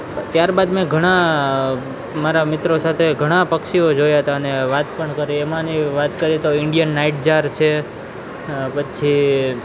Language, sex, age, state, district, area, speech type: Gujarati, male, 18-30, Gujarat, Junagadh, urban, spontaneous